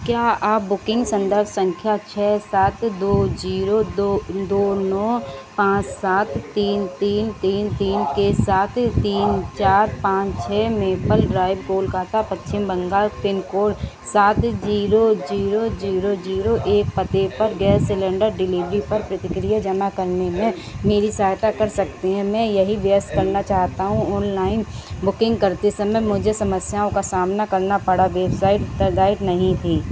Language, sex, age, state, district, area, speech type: Hindi, female, 45-60, Uttar Pradesh, Sitapur, rural, read